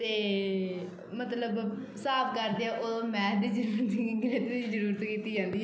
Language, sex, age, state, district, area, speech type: Punjabi, female, 18-30, Punjab, Bathinda, rural, spontaneous